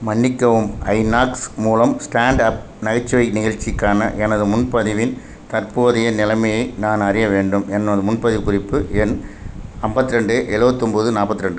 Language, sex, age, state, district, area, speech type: Tamil, male, 45-60, Tamil Nadu, Thanjavur, urban, read